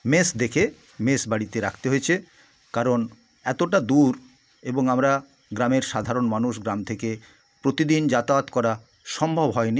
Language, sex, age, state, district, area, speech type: Bengali, male, 60+, West Bengal, South 24 Parganas, rural, spontaneous